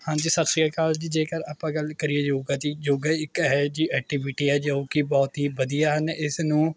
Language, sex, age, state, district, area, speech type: Punjabi, male, 18-30, Punjab, Mohali, rural, spontaneous